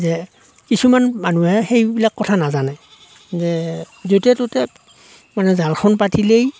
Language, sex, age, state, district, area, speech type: Assamese, male, 45-60, Assam, Darrang, rural, spontaneous